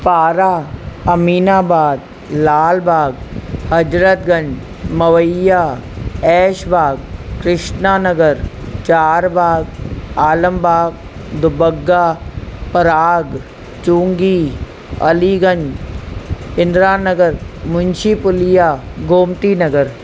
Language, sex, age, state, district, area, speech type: Sindhi, female, 45-60, Uttar Pradesh, Lucknow, urban, spontaneous